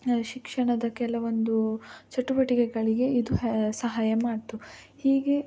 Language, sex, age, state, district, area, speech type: Kannada, female, 18-30, Karnataka, Dakshina Kannada, rural, spontaneous